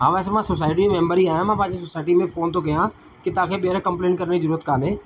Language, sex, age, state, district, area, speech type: Sindhi, male, 45-60, Delhi, South Delhi, urban, spontaneous